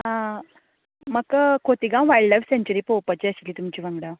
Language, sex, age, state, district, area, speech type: Goan Konkani, female, 30-45, Goa, Canacona, rural, conversation